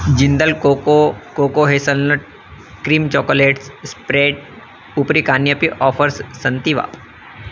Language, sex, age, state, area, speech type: Sanskrit, male, 30-45, Madhya Pradesh, urban, read